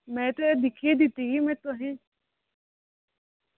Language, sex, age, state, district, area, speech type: Dogri, female, 18-30, Jammu and Kashmir, Reasi, urban, conversation